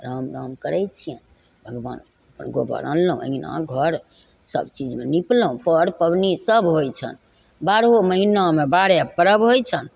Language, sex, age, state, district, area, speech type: Maithili, female, 60+, Bihar, Begusarai, rural, spontaneous